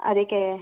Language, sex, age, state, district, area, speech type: Kannada, female, 45-60, Karnataka, Tumkur, rural, conversation